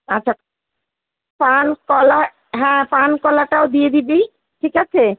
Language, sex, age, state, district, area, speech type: Bengali, female, 45-60, West Bengal, Kolkata, urban, conversation